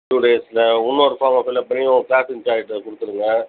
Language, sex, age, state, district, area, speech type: Tamil, female, 18-30, Tamil Nadu, Cuddalore, rural, conversation